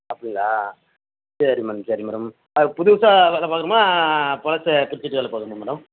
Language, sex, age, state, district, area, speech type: Tamil, male, 30-45, Tamil Nadu, Thanjavur, rural, conversation